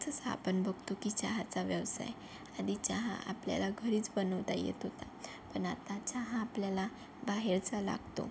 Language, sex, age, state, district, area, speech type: Marathi, female, 30-45, Maharashtra, Yavatmal, rural, spontaneous